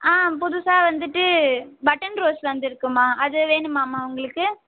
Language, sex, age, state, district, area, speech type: Tamil, female, 18-30, Tamil Nadu, Vellore, urban, conversation